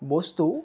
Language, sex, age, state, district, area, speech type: Assamese, male, 18-30, Assam, Lakhimpur, rural, spontaneous